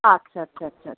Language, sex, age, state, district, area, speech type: Bengali, female, 60+, West Bengal, North 24 Parganas, urban, conversation